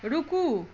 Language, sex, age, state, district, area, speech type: Maithili, female, 45-60, Bihar, Madhubani, rural, read